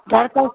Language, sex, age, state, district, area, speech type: Maithili, female, 60+, Bihar, Darbhanga, urban, conversation